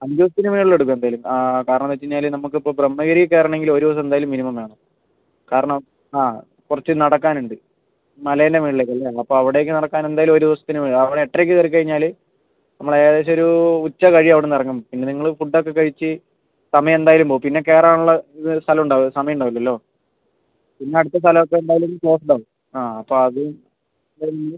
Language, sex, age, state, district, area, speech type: Malayalam, male, 18-30, Kerala, Wayanad, rural, conversation